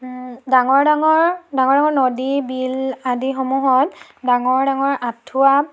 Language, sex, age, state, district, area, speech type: Assamese, female, 18-30, Assam, Dhemaji, rural, spontaneous